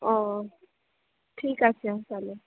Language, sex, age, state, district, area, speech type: Bengali, female, 18-30, West Bengal, Purba Bardhaman, urban, conversation